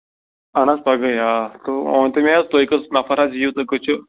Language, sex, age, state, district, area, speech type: Kashmiri, male, 30-45, Jammu and Kashmir, Pulwama, urban, conversation